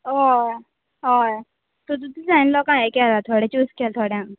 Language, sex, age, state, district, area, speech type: Goan Konkani, female, 18-30, Goa, Bardez, urban, conversation